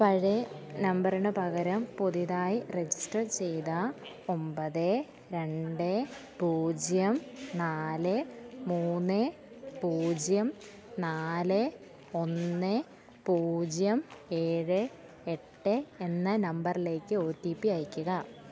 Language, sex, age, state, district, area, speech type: Malayalam, female, 18-30, Kerala, Alappuzha, rural, read